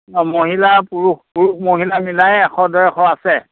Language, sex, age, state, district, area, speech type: Assamese, male, 60+, Assam, Dhemaji, urban, conversation